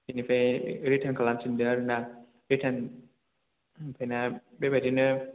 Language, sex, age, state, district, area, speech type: Bodo, male, 18-30, Assam, Chirang, rural, conversation